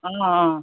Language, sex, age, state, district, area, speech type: Assamese, female, 45-60, Assam, Golaghat, urban, conversation